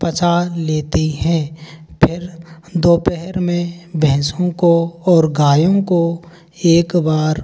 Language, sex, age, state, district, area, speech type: Hindi, male, 18-30, Rajasthan, Bharatpur, rural, spontaneous